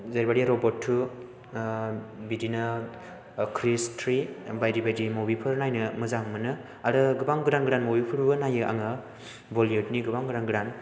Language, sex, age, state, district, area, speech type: Bodo, male, 18-30, Assam, Chirang, rural, spontaneous